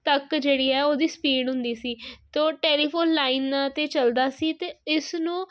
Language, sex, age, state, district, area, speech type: Punjabi, female, 18-30, Punjab, Kapurthala, urban, spontaneous